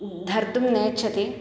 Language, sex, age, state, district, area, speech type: Sanskrit, female, 30-45, Andhra Pradesh, East Godavari, rural, spontaneous